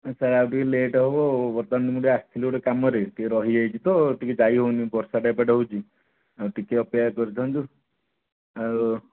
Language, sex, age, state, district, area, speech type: Odia, male, 45-60, Odisha, Nayagarh, rural, conversation